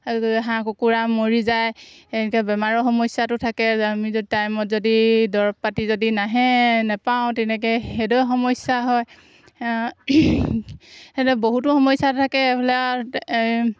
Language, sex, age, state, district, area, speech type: Assamese, female, 30-45, Assam, Golaghat, rural, spontaneous